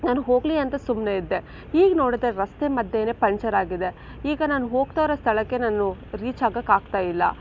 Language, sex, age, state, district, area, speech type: Kannada, female, 18-30, Karnataka, Chikkaballapur, rural, spontaneous